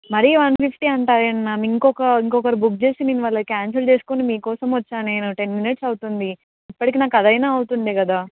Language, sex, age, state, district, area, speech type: Telugu, female, 18-30, Telangana, Karimnagar, urban, conversation